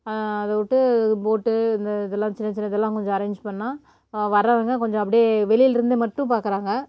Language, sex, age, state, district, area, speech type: Tamil, female, 30-45, Tamil Nadu, Namakkal, rural, spontaneous